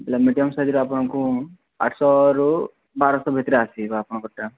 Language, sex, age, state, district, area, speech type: Odia, male, 45-60, Odisha, Nuapada, urban, conversation